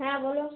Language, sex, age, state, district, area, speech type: Bengali, female, 18-30, West Bengal, Malda, urban, conversation